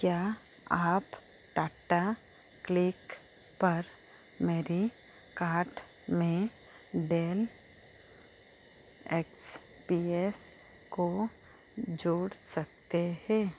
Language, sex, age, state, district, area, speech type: Hindi, female, 45-60, Madhya Pradesh, Chhindwara, rural, read